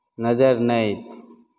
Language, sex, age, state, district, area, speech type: Maithili, male, 18-30, Bihar, Begusarai, rural, spontaneous